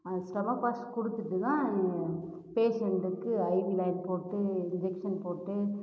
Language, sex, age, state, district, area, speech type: Tamil, female, 18-30, Tamil Nadu, Cuddalore, rural, spontaneous